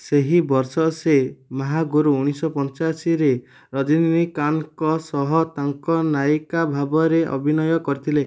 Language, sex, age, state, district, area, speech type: Odia, male, 30-45, Odisha, Ganjam, urban, read